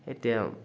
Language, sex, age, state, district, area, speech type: Assamese, male, 18-30, Assam, Dhemaji, rural, spontaneous